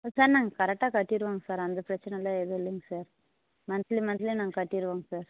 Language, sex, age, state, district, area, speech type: Tamil, female, 30-45, Tamil Nadu, Dharmapuri, rural, conversation